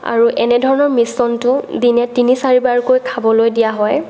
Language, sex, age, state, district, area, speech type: Assamese, female, 18-30, Assam, Morigaon, rural, spontaneous